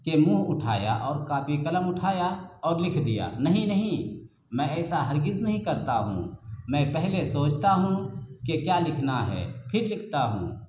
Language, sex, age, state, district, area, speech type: Urdu, male, 45-60, Bihar, Araria, rural, spontaneous